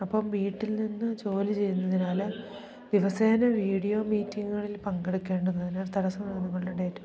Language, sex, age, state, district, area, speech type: Malayalam, female, 30-45, Kerala, Idukki, rural, spontaneous